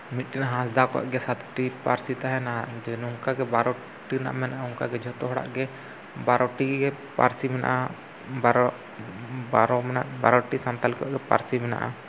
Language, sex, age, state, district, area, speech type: Santali, male, 30-45, Jharkhand, East Singhbhum, rural, spontaneous